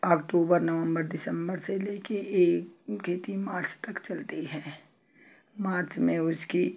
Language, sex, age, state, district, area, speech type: Hindi, female, 45-60, Uttar Pradesh, Ghazipur, rural, spontaneous